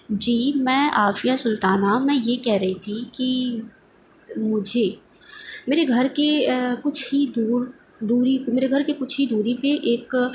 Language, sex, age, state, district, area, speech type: Urdu, female, 30-45, Uttar Pradesh, Aligarh, urban, spontaneous